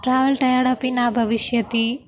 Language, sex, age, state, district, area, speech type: Sanskrit, female, 18-30, Tamil Nadu, Dharmapuri, rural, spontaneous